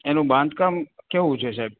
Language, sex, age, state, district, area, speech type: Gujarati, male, 30-45, Gujarat, Morbi, rural, conversation